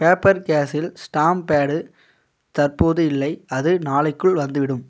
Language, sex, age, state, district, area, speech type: Tamil, male, 18-30, Tamil Nadu, Coimbatore, rural, read